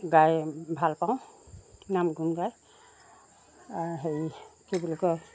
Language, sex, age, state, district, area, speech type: Assamese, female, 60+, Assam, Lakhimpur, rural, spontaneous